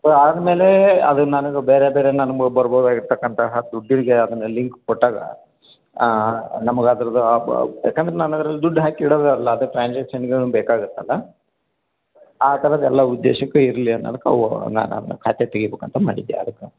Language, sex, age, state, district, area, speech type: Kannada, male, 45-60, Karnataka, Koppal, rural, conversation